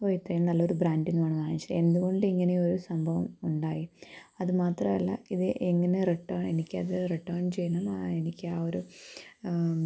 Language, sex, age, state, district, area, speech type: Malayalam, female, 18-30, Kerala, Pathanamthitta, rural, spontaneous